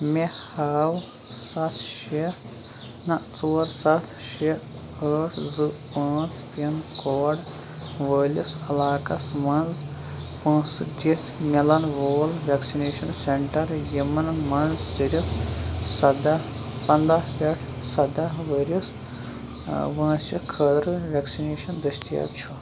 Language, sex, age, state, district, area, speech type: Kashmiri, male, 18-30, Jammu and Kashmir, Shopian, rural, read